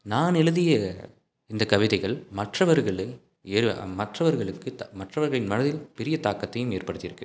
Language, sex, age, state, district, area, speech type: Tamil, male, 18-30, Tamil Nadu, Salem, rural, spontaneous